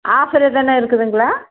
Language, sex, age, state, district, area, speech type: Tamil, female, 60+, Tamil Nadu, Erode, rural, conversation